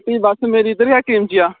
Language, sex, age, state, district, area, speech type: Dogri, male, 30-45, Jammu and Kashmir, Udhampur, rural, conversation